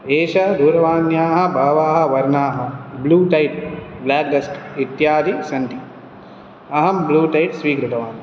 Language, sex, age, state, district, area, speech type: Sanskrit, male, 18-30, Telangana, Hyderabad, urban, spontaneous